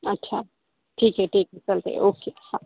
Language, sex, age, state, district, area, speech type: Marathi, female, 30-45, Maharashtra, Osmanabad, rural, conversation